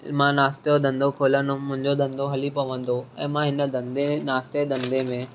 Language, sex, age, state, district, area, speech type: Sindhi, male, 18-30, Maharashtra, Mumbai City, urban, spontaneous